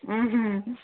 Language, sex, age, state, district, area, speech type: Kannada, female, 60+, Karnataka, Kolar, rural, conversation